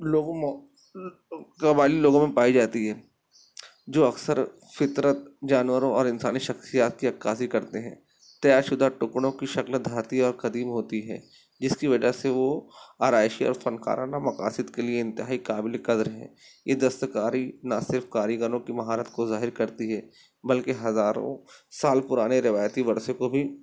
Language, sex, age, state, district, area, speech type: Urdu, male, 30-45, Maharashtra, Nashik, urban, spontaneous